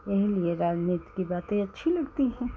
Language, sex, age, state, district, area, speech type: Hindi, female, 60+, Uttar Pradesh, Hardoi, rural, spontaneous